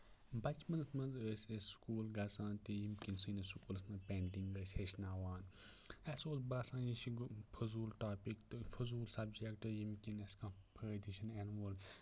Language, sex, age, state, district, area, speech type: Kashmiri, male, 30-45, Jammu and Kashmir, Kupwara, rural, spontaneous